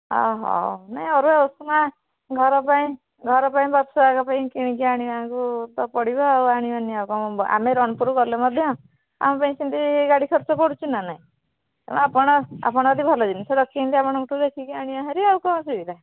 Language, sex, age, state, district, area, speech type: Odia, female, 45-60, Odisha, Nayagarh, rural, conversation